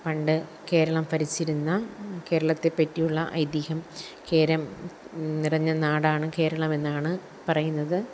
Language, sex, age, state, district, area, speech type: Malayalam, female, 30-45, Kerala, Kollam, rural, spontaneous